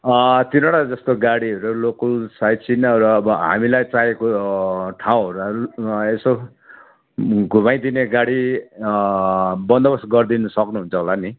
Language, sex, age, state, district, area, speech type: Nepali, male, 60+, West Bengal, Kalimpong, rural, conversation